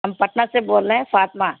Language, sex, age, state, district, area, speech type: Urdu, female, 45-60, Bihar, Araria, rural, conversation